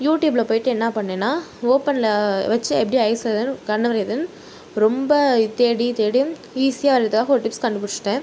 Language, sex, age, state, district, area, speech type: Tamil, female, 18-30, Tamil Nadu, Tiruchirappalli, rural, spontaneous